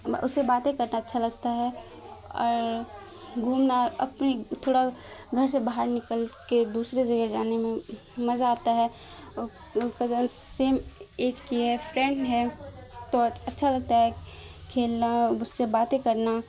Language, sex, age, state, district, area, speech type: Urdu, female, 18-30, Bihar, Khagaria, rural, spontaneous